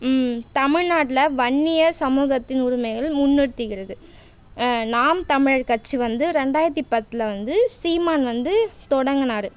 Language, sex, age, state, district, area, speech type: Tamil, female, 18-30, Tamil Nadu, Tiruvannamalai, rural, spontaneous